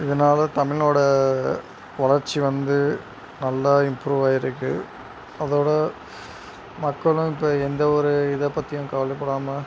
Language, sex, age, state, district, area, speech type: Tamil, male, 30-45, Tamil Nadu, Sivaganga, rural, spontaneous